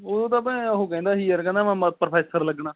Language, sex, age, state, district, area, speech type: Punjabi, male, 18-30, Punjab, Barnala, rural, conversation